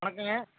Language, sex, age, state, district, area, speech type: Tamil, male, 18-30, Tamil Nadu, Madurai, rural, conversation